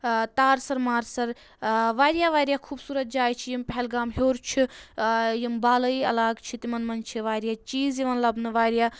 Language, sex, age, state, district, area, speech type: Kashmiri, female, 18-30, Jammu and Kashmir, Anantnag, rural, spontaneous